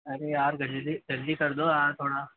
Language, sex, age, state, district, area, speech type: Hindi, male, 30-45, Madhya Pradesh, Harda, urban, conversation